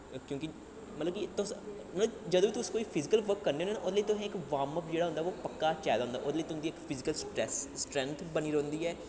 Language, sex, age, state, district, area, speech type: Dogri, male, 18-30, Jammu and Kashmir, Jammu, urban, spontaneous